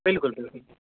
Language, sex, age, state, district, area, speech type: Urdu, male, 18-30, Delhi, Central Delhi, urban, conversation